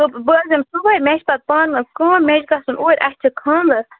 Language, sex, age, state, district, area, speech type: Kashmiri, female, 30-45, Jammu and Kashmir, Baramulla, rural, conversation